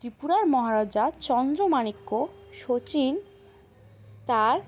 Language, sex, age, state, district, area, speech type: Bengali, female, 18-30, West Bengal, Alipurduar, rural, spontaneous